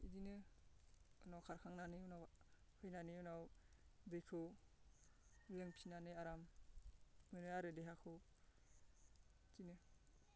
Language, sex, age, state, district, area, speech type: Bodo, male, 18-30, Assam, Baksa, rural, spontaneous